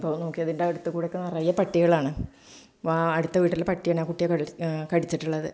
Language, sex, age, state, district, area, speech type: Malayalam, female, 45-60, Kerala, Malappuram, rural, spontaneous